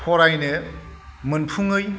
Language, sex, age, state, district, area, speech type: Bodo, male, 45-60, Assam, Kokrajhar, rural, spontaneous